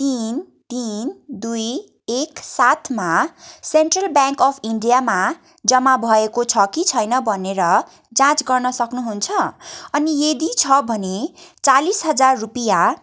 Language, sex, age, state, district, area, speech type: Nepali, female, 18-30, West Bengal, Darjeeling, rural, read